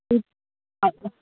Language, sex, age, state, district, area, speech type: Tamil, female, 18-30, Tamil Nadu, Perambalur, urban, conversation